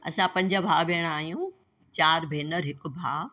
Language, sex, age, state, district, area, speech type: Sindhi, female, 60+, Delhi, South Delhi, urban, spontaneous